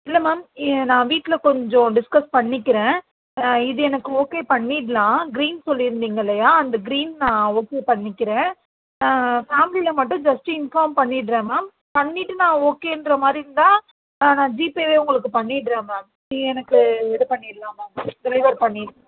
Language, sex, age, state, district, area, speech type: Tamil, female, 30-45, Tamil Nadu, Tiruvarur, rural, conversation